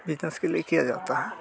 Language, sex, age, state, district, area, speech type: Hindi, male, 18-30, Bihar, Muzaffarpur, rural, spontaneous